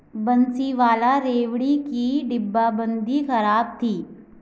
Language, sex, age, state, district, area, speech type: Hindi, female, 18-30, Madhya Pradesh, Gwalior, rural, read